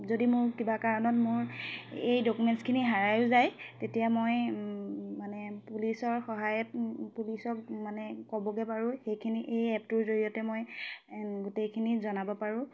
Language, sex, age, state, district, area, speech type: Assamese, female, 18-30, Assam, Biswanath, rural, spontaneous